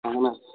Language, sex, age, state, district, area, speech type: Kashmiri, male, 18-30, Jammu and Kashmir, Shopian, rural, conversation